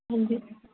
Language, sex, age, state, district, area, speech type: Dogri, female, 18-30, Jammu and Kashmir, Reasi, urban, conversation